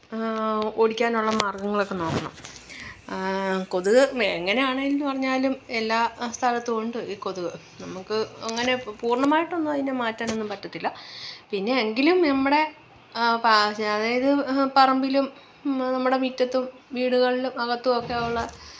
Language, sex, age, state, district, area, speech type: Malayalam, female, 45-60, Kerala, Pathanamthitta, urban, spontaneous